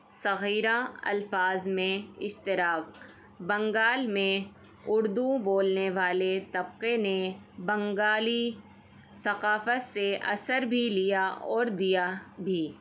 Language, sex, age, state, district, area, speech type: Urdu, female, 30-45, Uttar Pradesh, Ghaziabad, urban, spontaneous